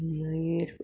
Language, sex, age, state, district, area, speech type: Goan Konkani, female, 45-60, Goa, Murmgao, urban, spontaneous